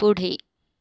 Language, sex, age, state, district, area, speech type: Marathi, female, 18-30, Maharashtra, Buldhana, rural, read